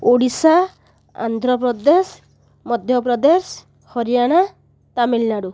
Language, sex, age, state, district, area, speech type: Odia, female, 30-45, Odisha, Nayagarh, rural, spontaneous